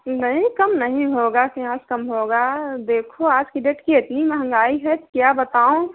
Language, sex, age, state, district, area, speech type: Hindi, female, 18-30, Uttar Pradesh, Prayagraj, rural, conversation